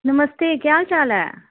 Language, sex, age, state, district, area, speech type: Dogri, female, 30-45, Jammu and Kashmir, Udhampur, urban, conversation